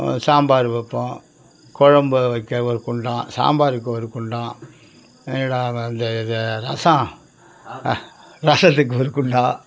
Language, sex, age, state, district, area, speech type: Tamil, male, 60+, Tamil Nadu, Kallakurichi, urban, spontaneous